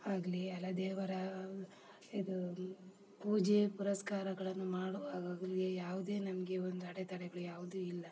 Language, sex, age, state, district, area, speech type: Kannada, female, 45-60, Karnataka, Udupi, rural, spontaneous